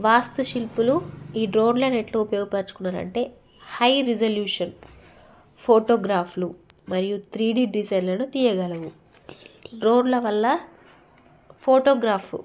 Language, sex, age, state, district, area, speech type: Telugu, female, 18-30, Telangana, Jagtial, rural, spontaneous